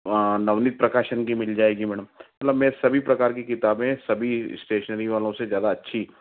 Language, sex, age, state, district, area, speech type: Hindi, male, 30-45, Madhya Pradesh, Ujjain, urban, conversation